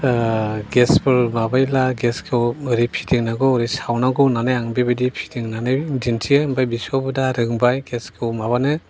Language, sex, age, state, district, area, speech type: Bodo, male, 60+, Assam, Chirang, rural, spontaneous